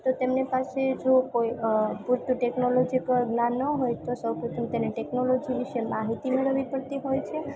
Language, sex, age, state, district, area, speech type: Gujarati, female, 18-30, Gujarat, Junagadh, rural, spontaneous